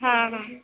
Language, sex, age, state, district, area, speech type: Bengali, female, 18-30, West Bengal, Howrah, urban, conversation